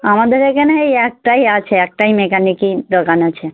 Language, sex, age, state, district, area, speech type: Bengali, female, 30-45, West Bengal, Dakshin Dinajpur, urban, conversation